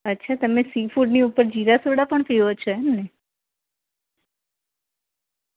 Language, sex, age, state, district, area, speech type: Gujarati, female, 30-45, Gujarat, Anand, urban, conversation